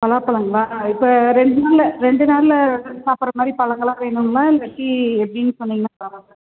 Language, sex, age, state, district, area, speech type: Tamil, female, 45-60, Tamil Nadu, Perambalur, urban, conversation